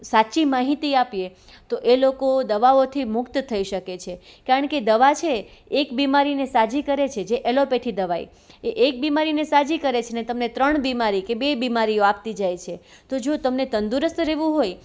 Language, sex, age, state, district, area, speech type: Gujarati, female, 30-45, Gujarat, Rajkot, urban, spontaneous